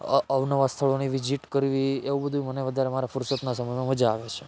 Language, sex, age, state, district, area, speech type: Gujarati, male, 30-45, Gujarat, Rajkot, rural, spontaneous